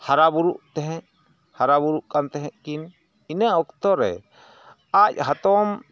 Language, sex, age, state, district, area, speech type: Santali, male, 45-60, West Bengal, Purulia, rural, spontaneous